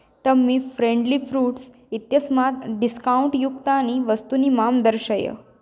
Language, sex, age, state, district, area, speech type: Sanskrit, female, 18-30, Maharashtra, Wardha, urban, read